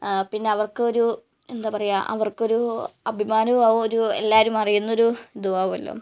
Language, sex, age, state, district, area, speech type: Malayalam, female, 18-30, Kerala, Malappuram, rural, spontaneous